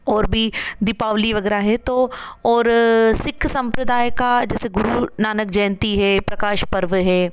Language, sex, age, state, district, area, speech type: Hindi, female, 30-45, Madhya Pradesh, Ujjain, urban, spontaneous